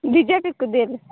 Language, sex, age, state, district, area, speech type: Odia, female, 18-30, Odisha, Nabarangpur, urban, conversation